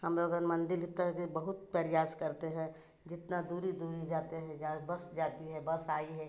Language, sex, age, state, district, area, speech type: Hindi, female, 60+, Uttar Pradesh, Chandauli, rural, spontaneous